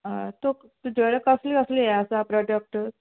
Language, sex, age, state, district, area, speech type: Goan Konkani, female, 45-60, Goa, Quepem, rural, conversation